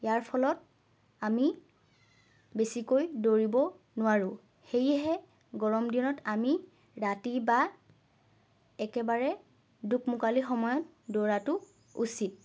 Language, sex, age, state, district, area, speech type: Assamese, female, 18-30, Assam, Lakhimpur, rural, spontaneous